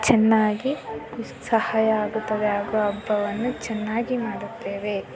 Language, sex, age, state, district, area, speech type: Kannada, female, 18-30, Karnataka, Chitradurga, rural, spontaneous